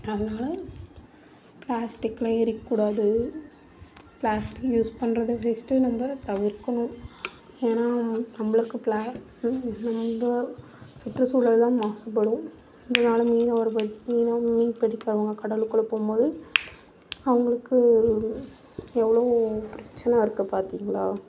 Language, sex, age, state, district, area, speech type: Tamil, female, 18-30, Tamil Nadu, Tiruvarur, urban, spontaneous